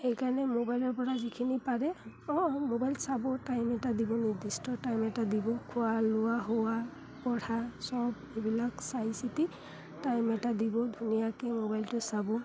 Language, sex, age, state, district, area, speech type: Assamese, female, 30-45, Assam, Udalguri, rural, spontaneous